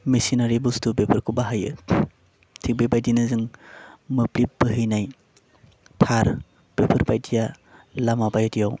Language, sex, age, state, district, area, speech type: Bodo, male, 18-30, Assam, Baksa, rural, spontaneous